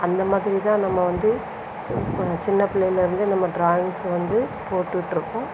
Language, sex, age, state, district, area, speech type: Tamil, female, 30-45, Tamil Nadu, Perambalur, rural, spontaneous